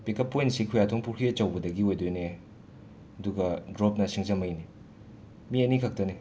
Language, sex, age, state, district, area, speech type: Manipuri, male, 30-45, Manipur, Imphal West, urban, spontaneous